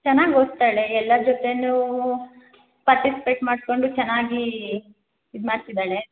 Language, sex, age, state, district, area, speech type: Kannada, female, 18-30, Karnataka, Hassan, rural, conversation